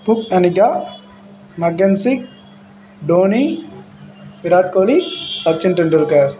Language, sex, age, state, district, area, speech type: Tamil, male, 18-30, Tamil Nadu, Perambalur, rural, spontaneous